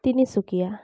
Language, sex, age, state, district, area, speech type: Assamese, female, 18-30, Assam, Charaideo, urban, spontaneous